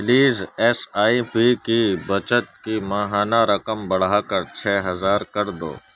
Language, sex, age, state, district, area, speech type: Urdu, male, 18-30, Uttar Pradesh, Gautam Buddha Nagar, urban, read